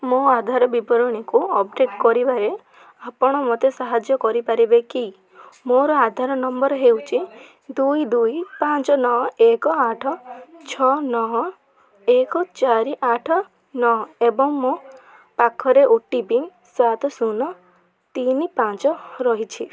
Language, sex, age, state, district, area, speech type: Odia, female, 18-30, Odisha, Sundergarh, urban, read